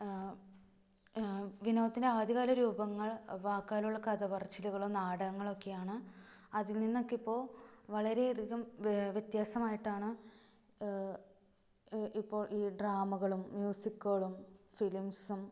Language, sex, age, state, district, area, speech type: Malayalam, female, 18-30, Kerala, Ernakulam, rural, spontaneous